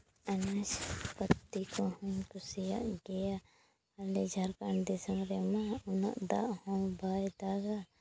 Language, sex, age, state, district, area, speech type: Santali, female, 30-45, Jharkhand, Seraikela Kharsawan, rural, spontaneous